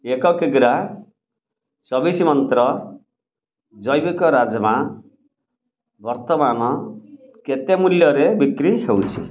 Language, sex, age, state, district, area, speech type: Odia, male, 45-60, Odisha, Kendrapara, urban, read